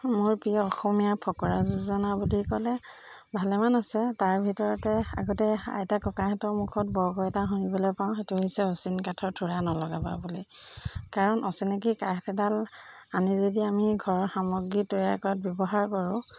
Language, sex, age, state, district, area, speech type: Assamese, female, 45-60, Assam, Jorhat, urban, spontaneous